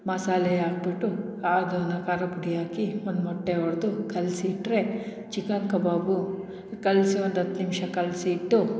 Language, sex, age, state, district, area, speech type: Kannada, female, 30-45, Karnataka, Hassan, urban, spontaneous